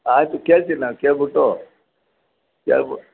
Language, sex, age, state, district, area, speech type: Kannada, male, 60+, Karnataka, Chamarajanagar, rural, conversation